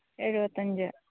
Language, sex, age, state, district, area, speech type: Malayalam, female, 60+, Kerala, Idukki, rural, conversation